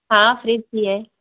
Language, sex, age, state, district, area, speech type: Hindi, female, 45-60, Uttar Pradesh, Mau, urban, conversation